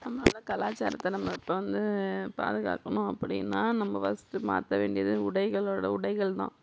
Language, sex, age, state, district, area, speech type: Tamil, female, 60+, Tamil Nadu, Sivaganga, rural, spontaneous